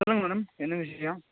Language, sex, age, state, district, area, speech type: Tamil, male, 30-45, Tamil Nadu, Nilgiris, urban, conversation